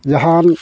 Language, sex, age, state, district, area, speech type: Santali, male, 60+, West Bengal, Malda, rural, spontaneous